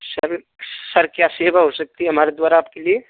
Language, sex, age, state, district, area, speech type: Hindi, male, 18-30, Rajasthan, Bharatpur, rural, conversation